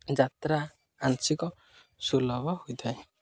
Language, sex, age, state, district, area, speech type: Odia, male, 18-30, Odisha, Jagatsinghpur, rural, spontaneous